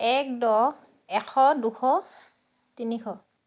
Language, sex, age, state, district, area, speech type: Assamese, female, 30-45, Assam, Dhemaji, urban, spontaneous